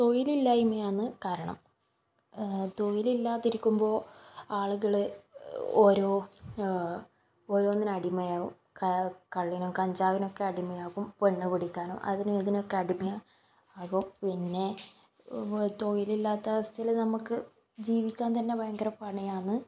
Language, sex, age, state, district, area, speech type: Malayalam, female, 18-30, Kerala, Kannur, rural, spontaneous